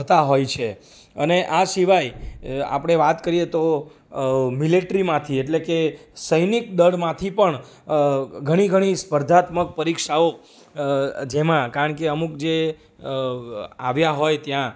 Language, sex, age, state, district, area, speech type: Gujarati, male, 30-45, Gujarat, Rajkot, rural, spontaneous